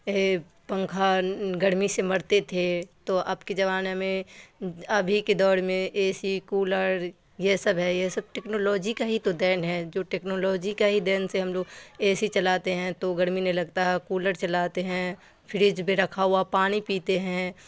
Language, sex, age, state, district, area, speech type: Urdu, female, 45-60, Bihar, Khagaria, rural, spontaneous